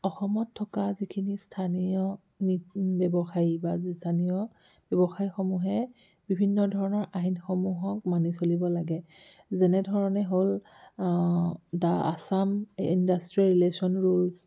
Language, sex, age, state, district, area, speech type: Assamese, female, 30-45, Assam, Jorhat, urban, spontaneous